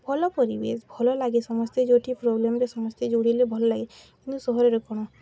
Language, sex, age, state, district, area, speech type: Odia, female, 18-30, Odisha, Subarnapur, urban, spontaneous